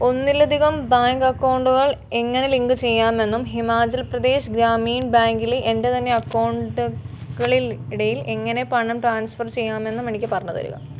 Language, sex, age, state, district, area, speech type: Malayalam, female, 18-30, Kerala, Alappuzha, rural, read